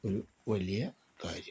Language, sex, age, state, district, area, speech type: Malayalam, male, 60+, Kerala, Palakkad, rural, spontaneous